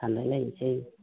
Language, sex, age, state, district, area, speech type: Bodo, female, 60+, Assam, Udalguri, rural, conversation